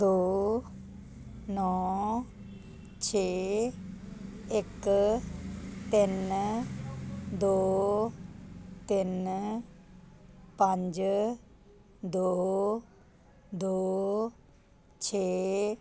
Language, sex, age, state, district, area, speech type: Punjabi, female, 60+, Punjab, Muktsar, urban, read